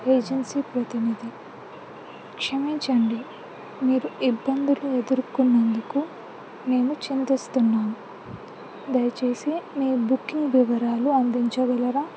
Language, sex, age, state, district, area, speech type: Telugu, female, 18-30, Andhra Pradesh, Anantapur, urban, spontaneous